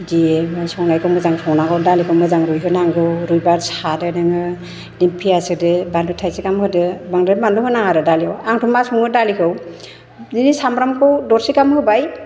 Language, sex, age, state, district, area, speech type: Bodo, female, 30-45, Assam, Chirang, urban, spontaneous